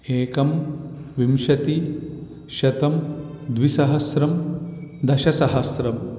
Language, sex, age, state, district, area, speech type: Sanskrit, male, 18-30, Telangana, Vikarabad, urban, spontaneous